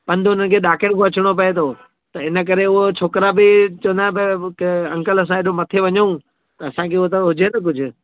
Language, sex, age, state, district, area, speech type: Sindhi, male, 45-60, Gujarat, Surat, urban, conversation